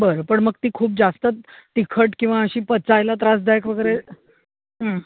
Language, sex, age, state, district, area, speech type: Marathi, female, 60+, Maharashtra, Ahmednagar, urban, conversation